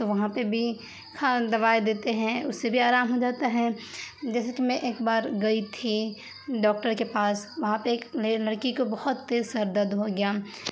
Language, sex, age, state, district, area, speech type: Urdu, female, 30-45, Bihar, Darbhanga, rural, spontaneous